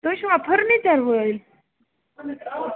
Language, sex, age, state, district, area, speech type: Kashmiri, other, 30-45, Jammu and Kashmir, Budgam, rural, conversation